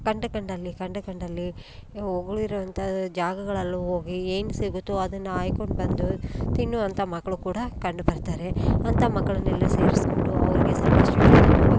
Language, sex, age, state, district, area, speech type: Kannada, female, 30-45, Karnataka, Koppal, urban, spontaneous